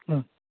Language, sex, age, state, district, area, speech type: Tamil, male, 18-30, Tamil Nadu, Krishnagiri, rural, conversation